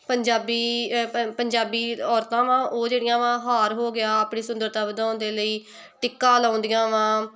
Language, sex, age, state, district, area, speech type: Punjabi, female, 18-30, Punjab, Tarn Taran, rural, spontaneous